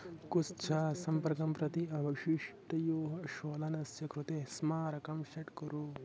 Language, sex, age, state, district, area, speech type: Sanskrit, male, 18-30, Odisha, Bhadrak, rural, read